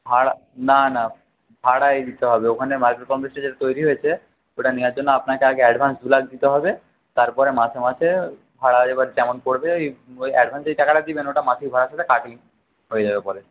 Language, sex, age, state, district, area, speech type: Bengali, male, 60+, West Bengal, Paschim Medinipur, rural, conversation